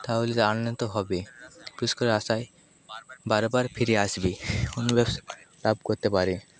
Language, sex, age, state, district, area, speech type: Bengali, male, 30-45, West Bengal, Nadia, rural, spontaneous